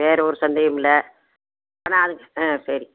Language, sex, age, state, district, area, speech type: Tamil, female, 60+, Tamil Nadu, Tiruchirappalli, rural, conversation